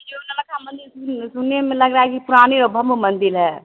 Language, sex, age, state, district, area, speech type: Hindi, female, 30-45, Bihar, Begusarai, rural, conversation